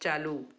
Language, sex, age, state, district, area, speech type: Hindi, female, 60+, Madhya Pradesh, Ujjain, urban, read